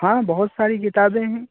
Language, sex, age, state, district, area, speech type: Urdu, male, 45-60, Uttar Pradesh, Lucknow, rural, conversation